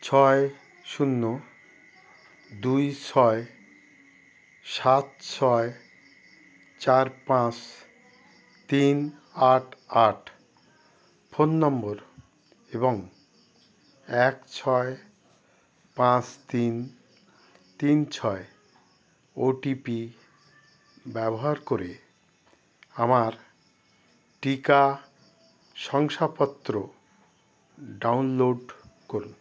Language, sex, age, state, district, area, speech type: Bengali, male, 60+, West Bengal, Howrah, urban, read